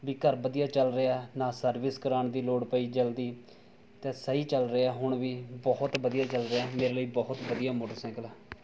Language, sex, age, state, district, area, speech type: Punjabi, male, 18-30, Punjab, Rupnagar, urban, spontaneous